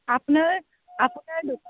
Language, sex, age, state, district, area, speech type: Assamese, female, 18-30, Assam, Morigaon, rural, conversation